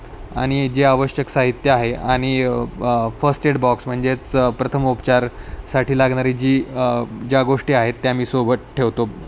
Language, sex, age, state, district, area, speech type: Marathi, male, 18-30, Maharashtra, Nanded, rural, spontaneous